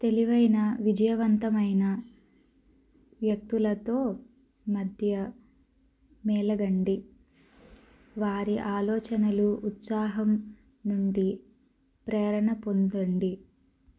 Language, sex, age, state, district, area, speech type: Telugu, female, 30-45, Andhra Pradesh, Guntur, urban, read